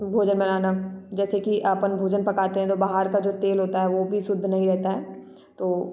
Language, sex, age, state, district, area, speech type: Hindi, female, 18-30, Madhya Pradesh, Gwalior, rural, spontaneous